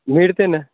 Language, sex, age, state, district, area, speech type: Marathi, male, 18-30, Maharashtra, Yavatmal, rural, conversation